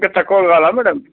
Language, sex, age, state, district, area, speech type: Telugu, male, 30-45, Telangana, Nagarkurnool, urban, conversation